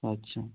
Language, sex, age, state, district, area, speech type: Hindi, male, 18-30, Madhya Pradesh, Gwalior, rural, conversation